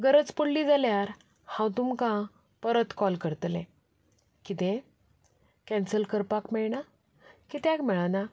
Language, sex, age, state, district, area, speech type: Goan Konkani, female, 30-45, Goa, Canacona, rural, spontaneous